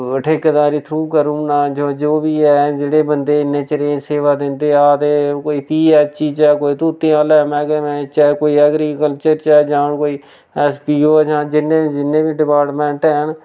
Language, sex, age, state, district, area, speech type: Dogri, male, 30-45, Jammu and Kashmir, Reasi, rural, spontaneous